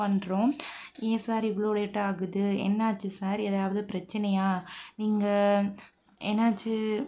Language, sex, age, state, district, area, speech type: Tamil, female, 45-60, Tamil Nadu, Pudukkottai, urban, spontaneous